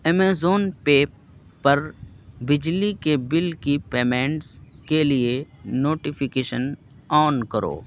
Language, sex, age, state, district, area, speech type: Urdu, male, 18-30, Bihar, Purnia, rural, read